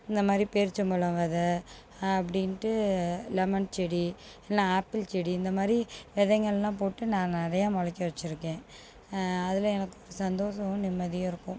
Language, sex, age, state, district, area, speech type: Tamil, female, 30-45, Tamil Nadu, Tiruchirappalli, rural, spontaneous